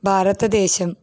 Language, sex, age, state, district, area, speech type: Telugu, female, 30-45, Andhra Pradesh, East Godavari, rural, spontaneous